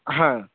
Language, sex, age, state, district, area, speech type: Bengali, male, 18-30, West Bengal, Howrah, urban, conversation